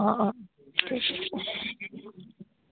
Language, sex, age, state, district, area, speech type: Assamese, female, 30-45, Assam, Goalpara, rural, conversation